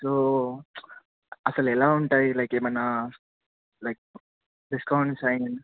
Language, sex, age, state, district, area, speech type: Telugu, male, 18-30, Telangana, Adilabad, urban, conversation